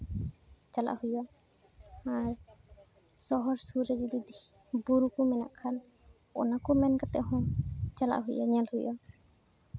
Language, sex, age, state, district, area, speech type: Santali, female, 18-30, West Bengal, Uttar Dinajpur, rural, spontaneous